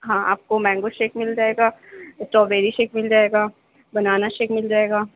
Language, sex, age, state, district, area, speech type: Urdu, female, 18-30, Uttar Pradesh, Mau, urban, conversation